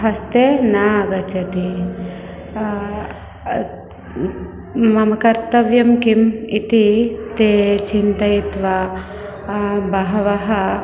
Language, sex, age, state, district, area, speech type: Sanskrit, female, 30-45, Andhra Pradesh, East Godavari, urban, spontaneous